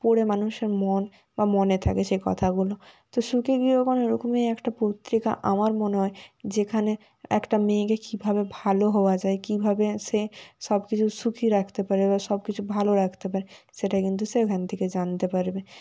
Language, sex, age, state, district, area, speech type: Bengali, female, 45-60, West Bengal, Nadia, urban, spontaneous